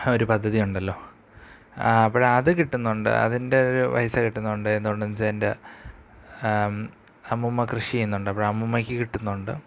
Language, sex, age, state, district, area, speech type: Malayalam, male, 18-30, Kerala, Thiruvananthapuram, urban, spontaneous